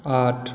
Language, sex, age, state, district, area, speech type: Maithili, male, 18-30, Bihar, Madhubani, rural, read